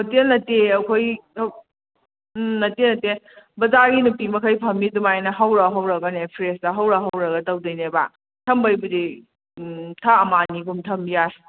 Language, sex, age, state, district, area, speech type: Manipuri, female, 18-30, Manipur, Kakching, rural, conversation